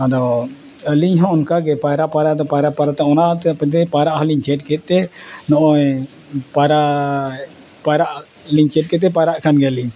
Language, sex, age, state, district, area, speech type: Santali, male, 60+, Odisha, Mayurbhanj, rural, spontaneous